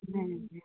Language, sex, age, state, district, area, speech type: Bengali, female, 45-60, West Bengal, Kolkata, urban, conversation